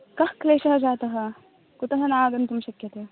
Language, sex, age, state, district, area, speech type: Sanskrit, female, 18-30, Maharashtra, Thane, urban, conversation